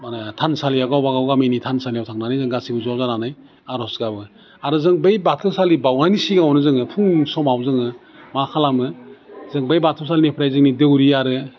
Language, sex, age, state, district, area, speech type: Bodo, male, 45-60, Assam, Udalguri, urban, spontaneous